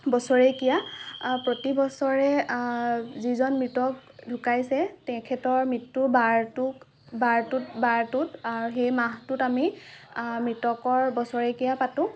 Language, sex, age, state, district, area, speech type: Assamese, female, 18-30, Assam, Lakhimpur, rural, spontaneous